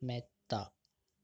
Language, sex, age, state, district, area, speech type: Malayalam, male, 30-45, Kerala, Palakkad, rural, read